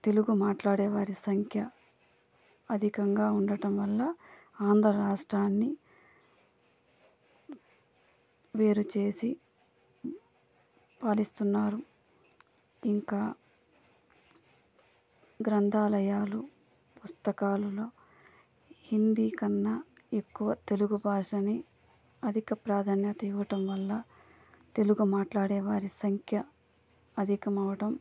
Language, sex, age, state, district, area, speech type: Telugu, female, 30-45, Andhra Pradesh, Sri Balaji, rural, spontaneous